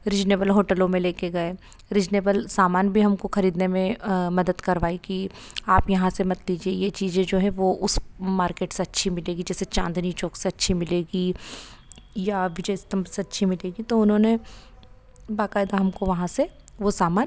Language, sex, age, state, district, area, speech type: Hindi, female, 30-45, Madhya Pradesh, Ujjain, urban, spontaneous